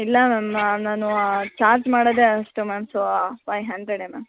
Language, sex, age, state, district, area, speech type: Kannada, female, 18-30, Karnataka, Bellary, rural, conversation